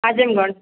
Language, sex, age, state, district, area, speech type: Hindi, female, 60+, Uttar Pradesh, Azamgarh, rural, conversation